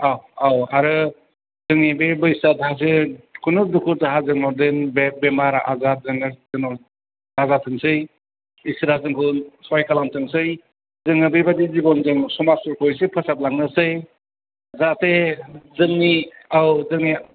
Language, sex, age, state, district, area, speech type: Bodo, male, 60+, Assam, Chirang, urban, conversation